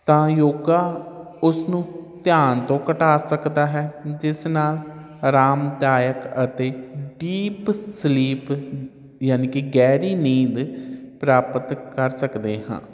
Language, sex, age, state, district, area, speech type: Punjabi, male, 30-45, Punjab, Hoshiarpur, urban, spontaneous